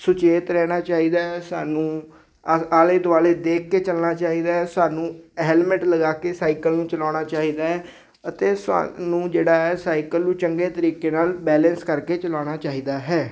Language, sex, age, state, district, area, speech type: Punjabi, male, 18-30, Punjab, Hoshiarpur, rural, spontaneous